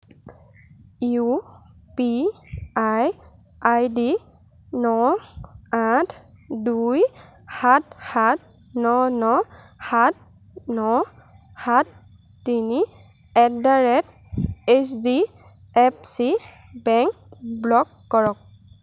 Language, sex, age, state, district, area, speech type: Assamese, female, 30-45, Assam, Lakhimpur, rural, read